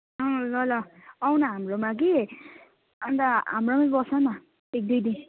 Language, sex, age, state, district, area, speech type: Nepali, female, 18-30, West Bengal, Kalimpong, rural, conversation